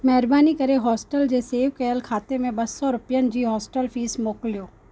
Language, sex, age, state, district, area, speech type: Sindhi, female, 18-30, Rajasthan, Ajmer, urban, read